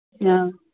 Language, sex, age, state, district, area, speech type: Manipuri, female, 60+, Manipur, Imphal East, rural, conversation